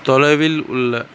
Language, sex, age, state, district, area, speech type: Tamil, male, 60+, Tamil Nadu, Mayiladuthurai, rural, read